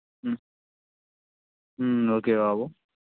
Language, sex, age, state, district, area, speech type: Telugu, male, 18-30, Telangana, Sangareddy, urban, conversation